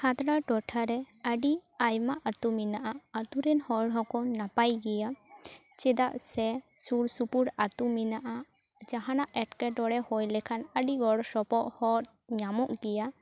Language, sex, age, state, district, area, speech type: Santali, female, 18-30, West Bengal, Bankura, rural, spontaneous